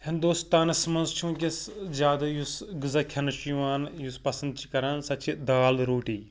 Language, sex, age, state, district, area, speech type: Kashmiri, male, 30-45, Jammu and Kashmir, Pulwama, rural, spontaneous